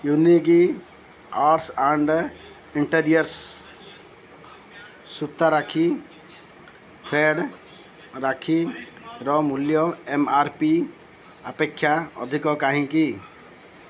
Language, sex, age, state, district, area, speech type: Odia, male, 45-60, Odisha, Ganjam, urban, read